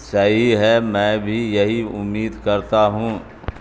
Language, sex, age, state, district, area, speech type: Urdu, male, 60+, Bihar, Supaul, rural, read